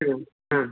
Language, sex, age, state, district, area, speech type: Malayalam, female, 60+, Kerala, Wayanad, rural, conversation